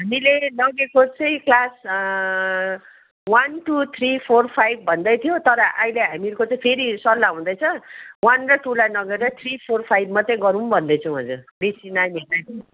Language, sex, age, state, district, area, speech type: Nepali, female, 60+, West Bengal, Kalimpong, rural, conversation